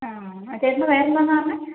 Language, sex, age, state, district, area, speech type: Malayalam, female, 30-45, Kerala, Palakkad, rural, conversation